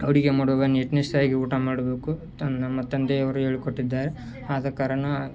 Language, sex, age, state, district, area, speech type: Kannada, male, 18-30, Karnataka, Koppal, rural, spontaneous